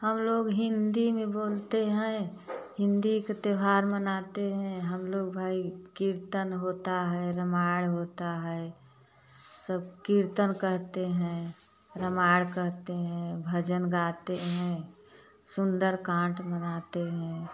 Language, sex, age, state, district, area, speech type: Hindi, female, 45-60, Uttar Pradesh, Prayagraj, urban, spontaneous